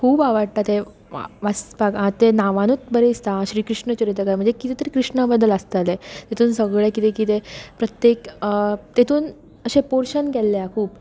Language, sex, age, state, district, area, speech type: Goan Konkani, female, 18-30, Goa, Tiswadi, rural, spontaneous